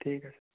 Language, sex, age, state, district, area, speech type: Hindi, male, 60+, Rajasthan, Karauli, rural, conversation